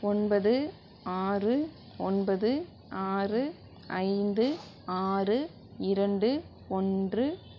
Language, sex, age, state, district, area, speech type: Tamil, female, 60+, Tamil Nadu, Sivaganga, rural, read